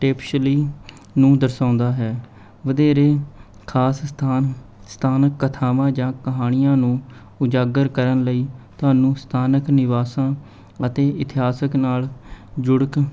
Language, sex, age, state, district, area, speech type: Punjabi, male, 18-30, Punjab, Mohali, urban, spontaneous